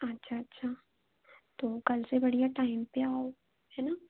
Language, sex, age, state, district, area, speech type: Hindi, female, 18-30, Madhya Pradesh, Chhindwara, urban, conversation